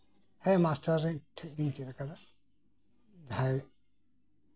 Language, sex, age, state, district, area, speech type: Santali, male, 60+, West Bengal, Birbhum, rural, spontaneous